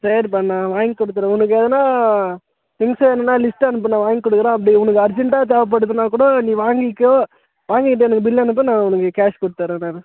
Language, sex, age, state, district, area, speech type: Tamil, male, 18-30, Tamil Nadu, Tiruvannamalai, rural, conversation